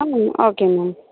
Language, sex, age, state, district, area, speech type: Tamil, female, 30-45, Tamil Nadu, Tiruvarur, rural, conversation